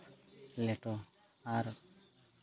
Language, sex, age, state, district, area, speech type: Santali, male, 30-45, Jharkhand, Seraikela Kharsawan, rural, spontaneous